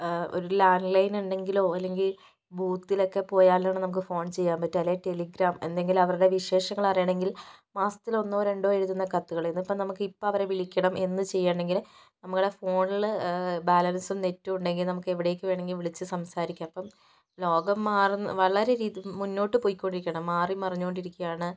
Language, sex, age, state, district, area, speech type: Malayalam, female, 18-30, Kerala, Kozhikode, urban, spontaneous